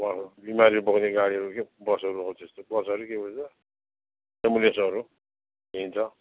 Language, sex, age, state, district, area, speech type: Nepali, male, 60+, West Bengal, Darjeeling, rural, conversation